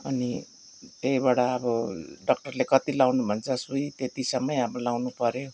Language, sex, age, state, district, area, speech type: Nepali, female, 60+, West Bengal, Darjeeling, rural, spontaneous